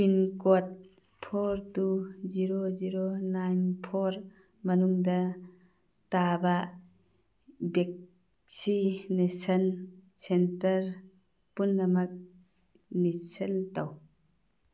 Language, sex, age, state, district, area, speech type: Manipuri, female, 45-60, Manipur, Churachandpur, urban, read